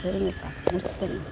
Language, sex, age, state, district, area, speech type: Tamil, female, 45-60, Tamil Nadu, Tiruvannamalai, urban, spontaneous